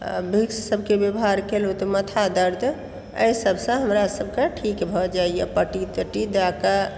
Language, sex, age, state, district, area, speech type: Maithili, female, 60+, Bihar, Supaul, rural, spontaneous